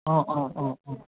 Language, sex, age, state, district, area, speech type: Assamese, male, 18-30, Assam, Charaideo, urban, conversation